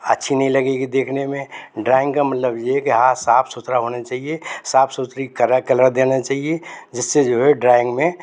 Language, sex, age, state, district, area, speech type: Hindi, male, 60+, Madhya Pradesh, Gwalior, rural, spontaneous